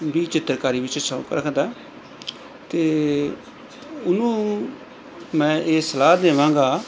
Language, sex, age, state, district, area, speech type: Punjabi, male, 45-60, Punjab, Pathankot, rural, spontaneous